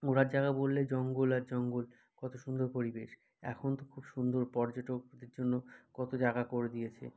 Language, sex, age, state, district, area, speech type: Bengali, male, 45-60, West Bengal, Bankura, urban, spontaneous